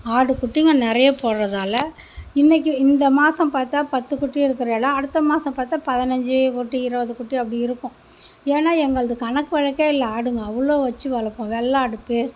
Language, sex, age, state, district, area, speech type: Tamil, female, 30-45, Tamil Nadu, Mayiladuthurai, rural, spontaneous